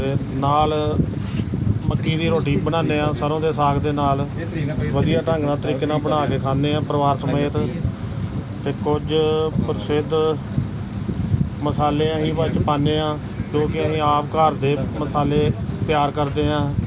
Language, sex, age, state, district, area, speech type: Punjabi, male, 45-60, Punjab, Gurdaspur, urban, spontaneous